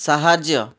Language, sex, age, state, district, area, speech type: Odia, male, 30-45, Odisha, Puri, urban, read